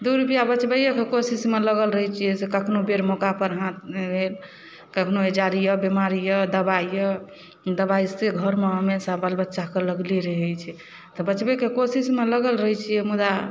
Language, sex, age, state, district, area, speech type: Maithili, female, 30-45, Bihar, Darbhanga, urban, spontaneous